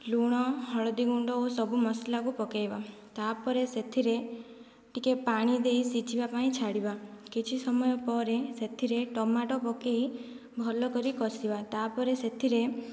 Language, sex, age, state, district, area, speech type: Odia, female, 45-60, Odisha, Kandhamal, rural, spontaneous